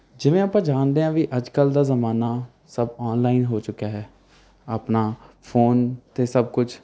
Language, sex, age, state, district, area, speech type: Punjabi, male, 18-30, Punjab, Mansa, rural, spontaneous